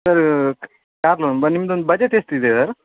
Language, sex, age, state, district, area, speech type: Kannada, male, 30-45, Karnataka, Dakshina Kannada, rural, conversation